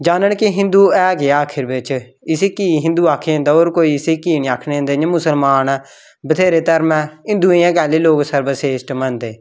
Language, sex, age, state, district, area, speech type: Dogri, male, 18-30, Jammu and Kashmir, Samba, rural, spontaneous